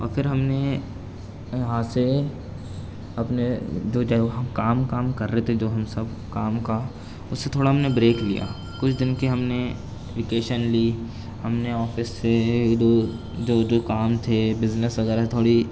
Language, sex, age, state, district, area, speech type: Urdu, male, 18-30, Delhi, East Delhi, urban, spontaneous